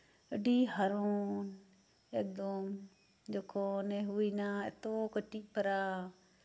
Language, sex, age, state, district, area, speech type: Santali, female, 45-60, West Bengal, Birbhum, rural, spontaneous